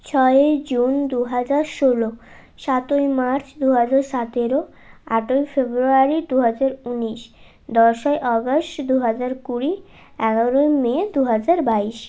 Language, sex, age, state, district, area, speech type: Bengali, female, 18-30, West Bengal, Bankura, urban, spontaneous